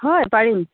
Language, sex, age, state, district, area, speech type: Assamese, female, 45-60, Assam, Biswanath, rural, conversation